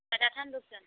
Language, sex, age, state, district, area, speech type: Maithili, female, 18-30, Bihar, Purnia, rural, conversation